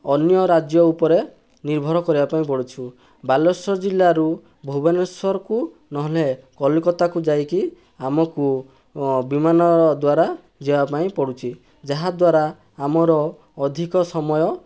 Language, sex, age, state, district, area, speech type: Odia, male, 18-30, Odisha, Balasore, rural, spontaneous